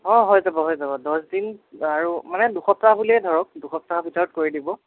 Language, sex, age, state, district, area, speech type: Assamese, male, 60+, Assam, Darrang, rural, conversation